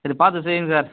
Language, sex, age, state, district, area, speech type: Tamil, male, 30-45, Tamil Nadu, Chengalpattu, rural, conversation